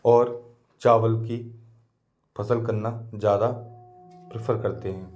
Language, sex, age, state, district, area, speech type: Hindi, male, 30-45, Madhya Pradesh, Gwalior, rural, spontaneous